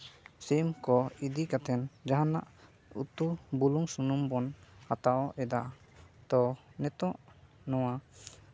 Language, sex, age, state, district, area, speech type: Santali, male, 18-30, Jharkhand, Seraikela Kharsawan, rural, spontaneous